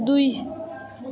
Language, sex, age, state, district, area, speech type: Nepali, male, 18-30, West Bengal, Alipurduar, urban, read